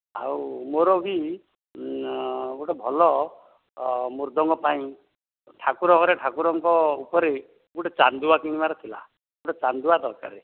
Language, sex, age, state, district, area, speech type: Odia, male, 60+, Odisha, Dhenkanal, rural, conversation